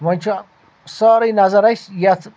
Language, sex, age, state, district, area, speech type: Kashmiri, male, 60+, Jammu and Kashmir, Anantnag, rural, spontaneous